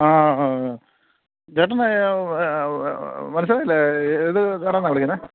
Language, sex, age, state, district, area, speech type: Malayalam, male, 45-60, Kerala, Kottayam, rural, conversation